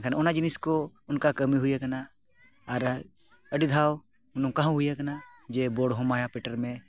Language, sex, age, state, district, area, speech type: Santali, male, 45-60, Jharkhand, Bokaro, rural, spontaneous